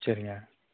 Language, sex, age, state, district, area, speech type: Tamil, male, 30-45, Tamil Nadu, Namakkal, rural, conversation